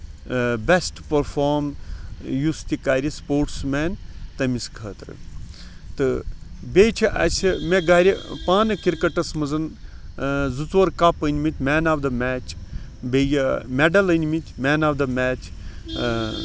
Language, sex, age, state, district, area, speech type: Kashmiri, male, 45-60, Jammu and Kashmir, Srinagar, rural, spontaneous